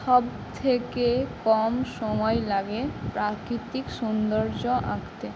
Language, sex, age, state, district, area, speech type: Bengali, female, 18-30, West Bengal, Howrah, urban, spontaneous